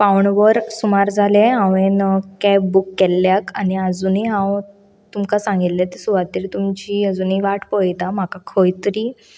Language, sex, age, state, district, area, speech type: Goan Konkani, female, 18-30, Goa, Canacona, rural, spontaneous